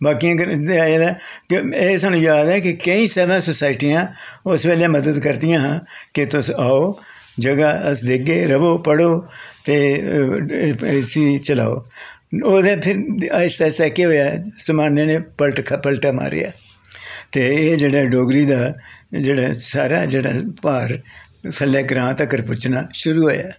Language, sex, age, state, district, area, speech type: Dogri, male, 60+, Jammu and Kashmir, Jammu, urban, spontaneous